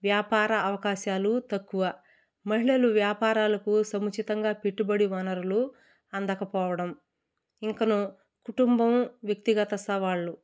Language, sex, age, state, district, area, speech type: Telugu, female, 30-45, Andhra Pradesh, Kadapa, rural, spontaneous